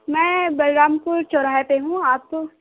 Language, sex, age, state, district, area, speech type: Urdu, female, 18-30, Uttar Pradesh, Balrampur, rural, conversation